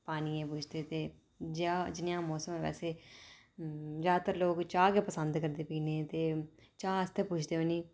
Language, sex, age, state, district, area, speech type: Dogri, female, 30-45, Jammu and Kashmir, Udhampur, urban, spontaneous